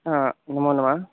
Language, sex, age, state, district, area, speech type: Sanskrit, male, 18-30, Uttar Pradesh, Mirzapur, rural, conversation